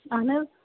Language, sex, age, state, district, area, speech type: Kashmiri, female, 18-30, Jammu and Kashmir, Bandipora, rural, conversation